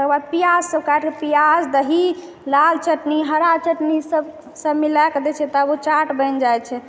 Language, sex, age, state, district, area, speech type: Maithili, female, 30-45, Bihar, Madhubani, urban, spontaneous